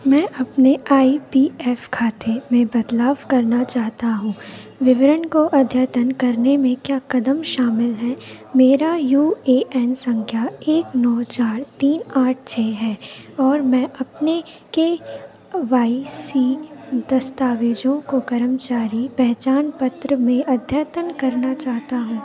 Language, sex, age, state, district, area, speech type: Hindi, female, 18-30, Madhya Pradesh, Narsinghpur, rural, read